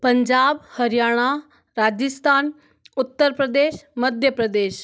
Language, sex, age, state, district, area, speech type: Hindi, female, 18-30, Rajasthan, Jodhpur, urban, spontaneous